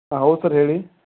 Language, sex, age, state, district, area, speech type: Kannada, male, 30-45, Karnataka, Belgaum, rural, conversation